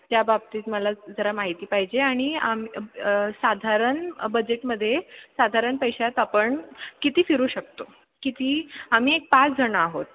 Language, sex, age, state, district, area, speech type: Marathi, female, 18-30, Maharashtra, Mumbai Suburban, urban, conversation